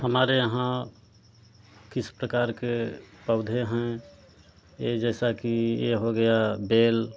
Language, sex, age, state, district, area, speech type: Hindi, male, 30-45, Uttar Pradesh, Prayagraj, rural, spontaneous